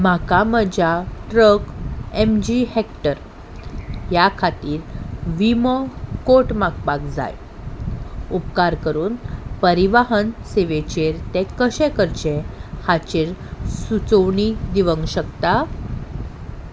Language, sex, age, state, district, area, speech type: Goan Konkani, female, 30-45, Goa, Salcete, urban, read